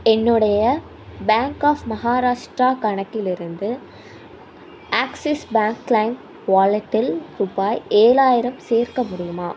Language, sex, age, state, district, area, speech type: Tamil, female, 18-30, Tamil Nadu, Ariyalur, rural, read